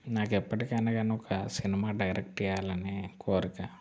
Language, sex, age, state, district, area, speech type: Telugu, male, 18-30, Telangana, Mancherial, rural, spontaneous